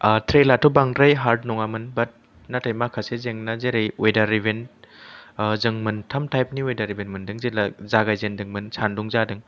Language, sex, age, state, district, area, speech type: Bodo, male, 18-30, Assam, Kokrajhar, rural, spontaneous